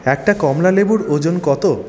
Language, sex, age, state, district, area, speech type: Bengali, male, 30-45, West Bengal, Paschim Bardhaman, urban, read